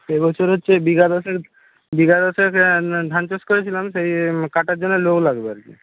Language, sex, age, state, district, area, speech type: Bengali, male, 60+, West Bengal, Purba Medinipur, rural, conversation